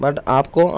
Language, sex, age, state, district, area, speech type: Urdu, male, 45-60, Maharashtra, Nashik, urban, spontaneous